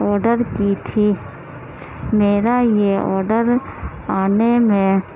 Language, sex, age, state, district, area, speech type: Urdu, female, 18-30, Uttar Pradesh, Gautam Buddha Nagar, urban, spontaneous